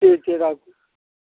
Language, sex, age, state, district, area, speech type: Maithili, male, 60+, Bihar, Madhubani, rural, conversation